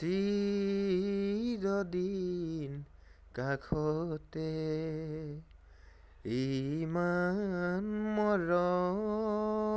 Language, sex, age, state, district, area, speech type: Assamese, male, 18-30, Assam, Charaideo, urban, spontaneous